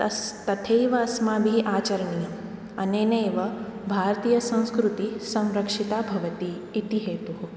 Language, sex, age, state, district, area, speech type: Sanskrit, female, 18-30, Maharashtra, Nagpur, urban, spontaneous